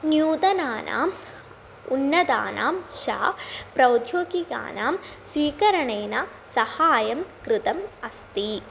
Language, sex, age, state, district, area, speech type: Sanskrit, female, 18-30, Kerala, Thrissur, rural, spontaneous